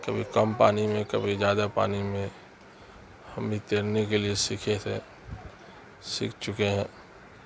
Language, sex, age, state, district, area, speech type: Urdu, male, 45-60, Bihar, Darbhanga, rural, spontaneous